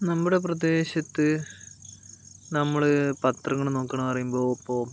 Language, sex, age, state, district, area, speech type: Malayalam, male, 60+, Kerala, Palakkad, rural, spontaneous